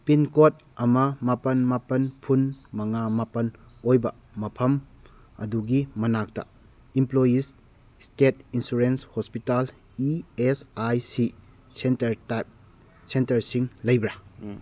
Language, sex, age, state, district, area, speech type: Manipuri, male, 30-45, Manipur, Kakching, rural, read